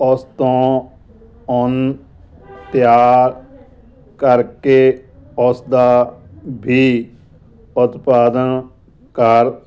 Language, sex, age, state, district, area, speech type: Punjabi, male, 45-60, Punjab, Moga, rural, spontaneous